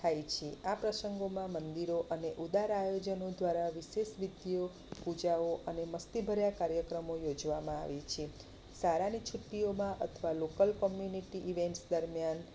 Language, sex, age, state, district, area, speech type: Gujarati, female, 30-45, Gujarat, Kheda, rural, spontaneous